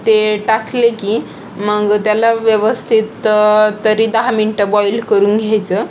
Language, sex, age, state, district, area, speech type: Marathi, female, 18-30, Maharashtra, Aurangabad, rural, spontaneous